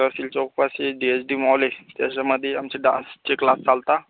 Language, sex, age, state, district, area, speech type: Marathi, male, 30-45, Maharashtra, Buldhana, urban, conversation